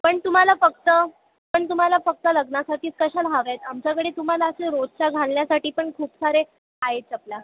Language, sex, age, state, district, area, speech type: Marathi, female, 18-30, Maharashtra, Thane, urban, conversation